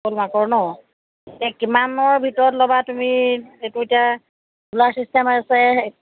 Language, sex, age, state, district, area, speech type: Assamese, female, 30-45, Assam, Sivasagar, rural, conversation